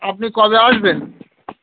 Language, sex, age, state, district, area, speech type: Bengali, male, 18-30, West Bengal, Birbhum, urban, conversation